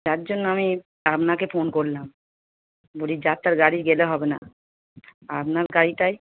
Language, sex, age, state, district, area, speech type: Bengali, female, 30-45, West Bengal, Darjeeling, rural, conversation